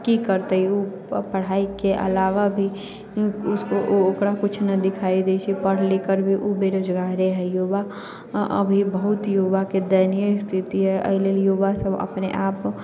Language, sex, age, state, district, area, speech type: Maithili, female, 18-30, Bihar, Sitamarhi, rural, spontaneous